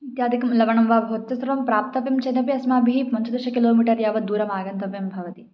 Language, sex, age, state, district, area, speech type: Sanskrit, female, 18-30, Karnataka, Chikkamagaluru, urban, spontaneous